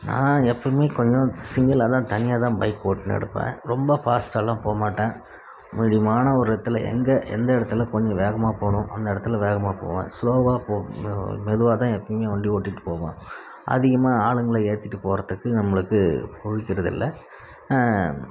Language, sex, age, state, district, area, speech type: Tamil, male, 45-60, Tamil Nadu, Krishnagiri, rural, spontaneous